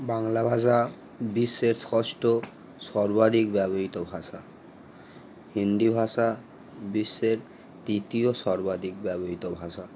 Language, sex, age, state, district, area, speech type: Bengali, male, 18-30, West Bengal, Howrah, urban, spontaneous